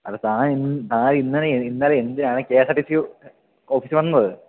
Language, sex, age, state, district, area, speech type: Malayalam, male, 18-30, Kerala, Idukki, rural, conversation